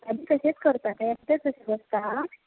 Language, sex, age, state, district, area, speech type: Goan Konkani, female, 18-30, Goa, Tiswadi, rural, conversation